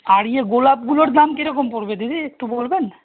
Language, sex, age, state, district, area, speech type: Bengali, male, 45-60, West Bengal, Malda, rural, conversation